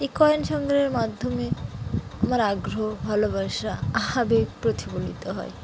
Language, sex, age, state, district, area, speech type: Bengali, female, 18-30, West Bengal, Dakshin Dinajpur, urban, spontaneous